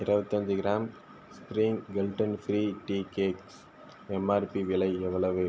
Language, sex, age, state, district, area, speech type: Tamil, male, 18-30, Tamil Nadu, Viluppuram, rural, read